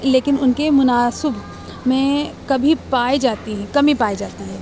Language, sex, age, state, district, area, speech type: Urdu, female, 30-45, Delhi, East Delhi, urban, spontaneous